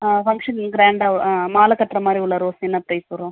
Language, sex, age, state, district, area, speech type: Tamil, female, 30-45, Tamil Nadu, Pudukkottai, urban, conversation